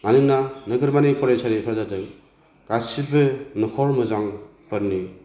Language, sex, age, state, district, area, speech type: Bodo, male, 45-60, Assam, Chirang, rural, spontaneous